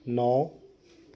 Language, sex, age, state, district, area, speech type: Hindi, male, 45-60, Madhya Pradesh, Jabalpur, urban, read